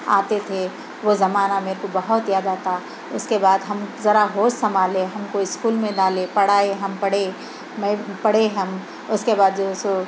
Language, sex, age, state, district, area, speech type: Urdu, female, 45-60, Telangana, Hyderabad, urban, spontaneous